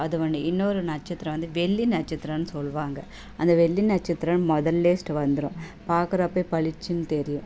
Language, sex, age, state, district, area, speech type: Tamil, female, 30-45, Tamil Nadu, Tirupattur, rural, spontaneous